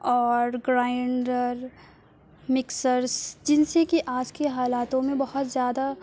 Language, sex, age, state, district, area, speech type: Urdu, female, 30-45, Bihar, Supaul, urban, spontaneous